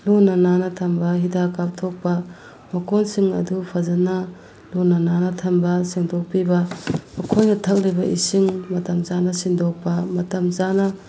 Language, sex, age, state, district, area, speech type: Manipuri, female, 30-45, Manipur, Bishnupur, rural, spontaneous